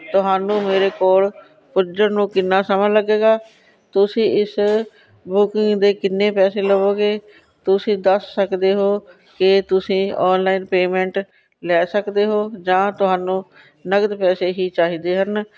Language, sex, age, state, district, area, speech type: Punjabi, female, 45-60, Punjab, Shaheed Bhagat Singh Nagar, urban, spontaneous